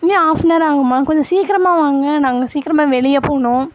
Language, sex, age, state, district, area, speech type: Tamil, female, 18-30, Tamil Nadu, Coimbatore, rural, spontaneous